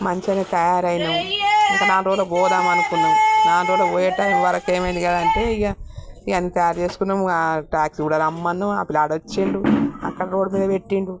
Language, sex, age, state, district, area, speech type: Telugu, female, 60+, Telangana, Peddapalli, rural, spontaneous